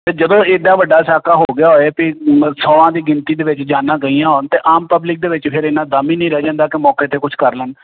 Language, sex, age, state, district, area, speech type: Punjabi, male, 30-45, Punjab, Jalandhar, urban, conversation